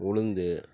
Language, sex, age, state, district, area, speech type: Tamil, male, 30-45, Tamil Nadu, Tiruchirappalli, rural, spontaneous